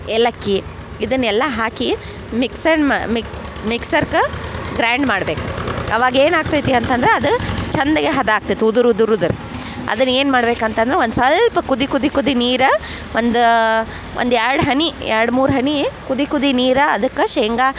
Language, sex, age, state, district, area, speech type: Kannada, female, 30-45, Karnataka, Dharwad, urban, spontaneous